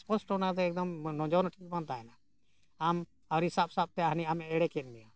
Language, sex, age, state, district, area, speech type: Santali, male, 60+, Jharkhand, Bokaro, rural, spontaneous